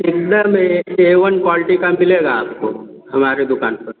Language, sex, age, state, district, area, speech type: Hindi, male, 18-30, Uttar Pradesh, Azamgarh, rural, conversation